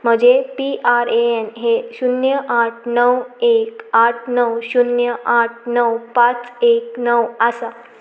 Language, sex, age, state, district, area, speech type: Goan Konkani, female, 18-30, Goa, Pernem, rural, read